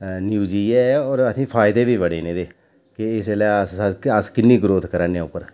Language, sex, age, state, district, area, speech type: Dogri, male, 45-60, Jammu and Kashmir, Udhampur, urban, spontaneous